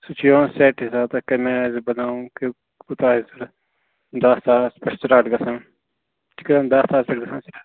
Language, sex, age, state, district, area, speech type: Kashmiri, male, 30-45, Jammu and Kashmir, Bandipora, rural, conversation